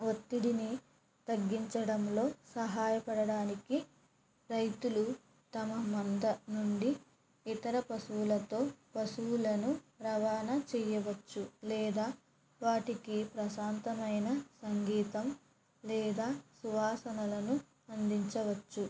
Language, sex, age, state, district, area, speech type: Telugu, female, 30-45, Andhra Pradesh, West Godavari, rural, spontaneous